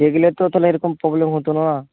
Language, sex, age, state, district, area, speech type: Bengali, male, 18-30, West Bengal, Bankura, urban, conversation